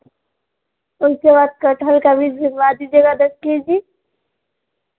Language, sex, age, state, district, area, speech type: Hindi, female, 18-30, Bihar, Vaishali, rural, conversation